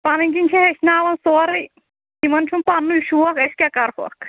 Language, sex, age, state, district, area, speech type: Kashmiri, female, 30-45, Jammu and Kashmir, Anantnag, rural, conversation